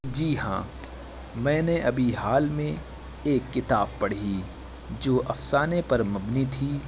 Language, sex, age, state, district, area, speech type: Urdu, male, 18-30, Delhi, South Delhi, urban, spontaneous